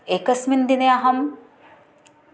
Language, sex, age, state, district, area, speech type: Sanskrit, female, 45-60, Maharashtra, Nagpur, urban, spontaneous